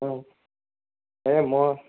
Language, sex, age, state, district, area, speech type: Odia, male, 18-30, Odisha, Boudh, rural, conversation